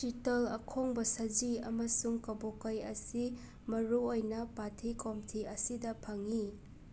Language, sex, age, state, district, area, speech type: Manipuri, female, 18-30, Manipur, Imphal West, rural, read